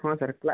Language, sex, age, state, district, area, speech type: Odia, male, 18-30, Odisha, Bargarh, rural, conversation